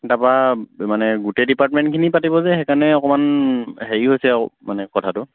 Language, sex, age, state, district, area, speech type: Assamese, male, 18-30, Assam, Lakhimpur, rural, conversation